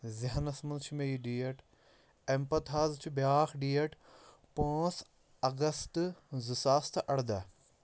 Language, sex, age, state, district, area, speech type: Kashmiri, male, 30-45, Jammu and Kashmir, Shopian, rural, spontaneous